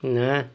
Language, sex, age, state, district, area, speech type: Odia, male, 45-60, Odisha, Kendujhar, urban, read